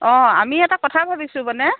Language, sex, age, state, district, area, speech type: Assamese, female, 45-60, Assam, Lakhimpur, rural, conversation